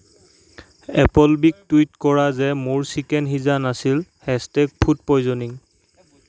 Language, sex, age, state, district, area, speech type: Assamese, male, 18-30, Assam, Darrang, rural, read